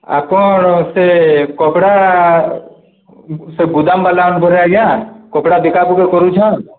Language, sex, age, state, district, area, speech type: Odia, male, 45-60, Odisha, Nuapada, urban, conversation